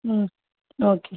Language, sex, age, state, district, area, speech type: Tamil, female, 18-30, Tamil Nadu, Cuddalore, urban, conversation